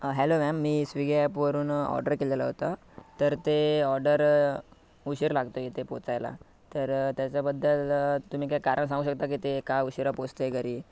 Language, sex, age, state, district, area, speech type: Marathi, male, 18-30, Maharashtra, Thane, urban, spontaneous